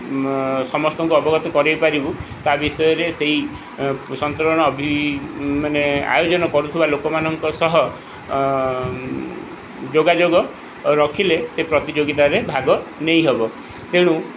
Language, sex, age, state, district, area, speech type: Odia, male, 45-60, Odisha, Sundergarh, rural, spontaneous